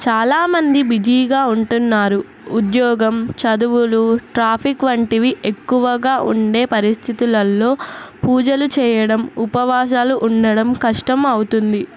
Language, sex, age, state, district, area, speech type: Telugu, female, 18-30, Telangana, Nizamabad, urban, spontaneous